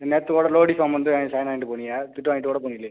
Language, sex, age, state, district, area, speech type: Tamil, male, 18-30, Tamil Nadu, Sivaganga, rural, conversation